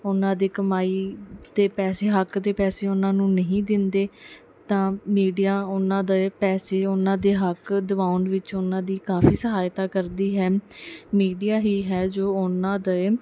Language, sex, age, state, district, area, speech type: Punjabi, female, 18-30, Punjab, Mansa, urban, spontaneous